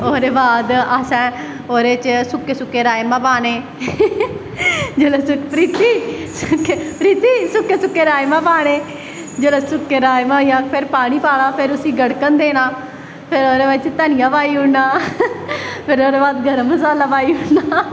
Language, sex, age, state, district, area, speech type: Dogri, female, 18-30, Jammu and Kashmir, Samba, rural, spontaneous